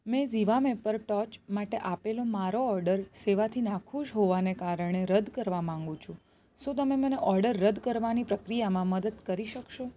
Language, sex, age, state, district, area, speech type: Gujarati, female, 30-45, Gujarat, Surat, rural, read